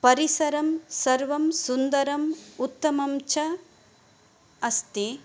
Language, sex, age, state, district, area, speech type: Sanskrit, female, 45-60, Karnataka, Uttara Kannada, rural, spontaneous